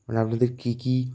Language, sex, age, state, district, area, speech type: Bengali, male, 18-30, West Bengal, Kolkata, urban, spontaneous